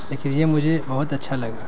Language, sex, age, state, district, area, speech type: Urdu, male, 18-30, Bihar, Gaya, urban, spontaneous